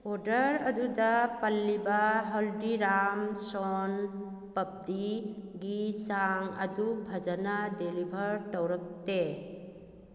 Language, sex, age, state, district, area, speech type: Manipuri, female, 45-60, Manipur, Kakching, rural, read